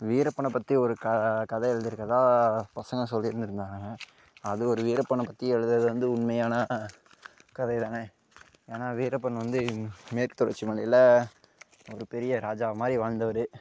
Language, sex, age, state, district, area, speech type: Tamil, male, 18-30, Tamil Nadu, Karur, rural, spontaneous